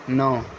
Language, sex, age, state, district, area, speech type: Urdu, male, 18-30, Uttar Pradesh, Gautam Buddha Nagar, rural, read